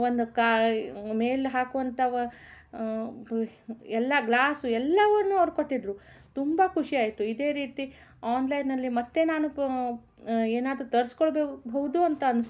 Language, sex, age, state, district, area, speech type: Kannada, female, 60+, Karnataka, Shimoga, rural, spontaneous